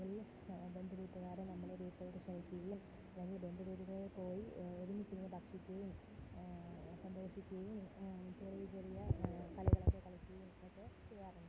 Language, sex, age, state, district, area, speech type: Malayalam, female, 30-45, Kerala, Kottayam, rural, spontaneous